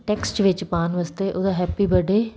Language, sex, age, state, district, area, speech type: Punjabi, female, 30-45, Punjab, Kapurthala, urban, spontaneous